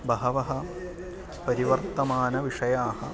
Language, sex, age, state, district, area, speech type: Sanskrit, male, 30-45, Kerala, Ernakulam, urban, spontaneous